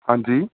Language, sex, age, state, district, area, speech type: Punjabi, male, 30-45, Punjab, Ludhiana, rural, conversation